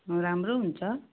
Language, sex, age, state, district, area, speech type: Nepali, female, 30-45, West Bengal, Darjeeling, rural, conversation